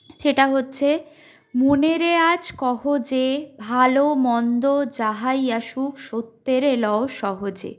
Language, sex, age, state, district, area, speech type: Bengali, female, 45-60, West Bengal, Bankura, urban, spontaneous